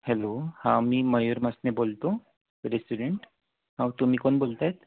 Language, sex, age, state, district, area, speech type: Marathi, male, 18-30, Maharashtra, Wardha, rural, conversation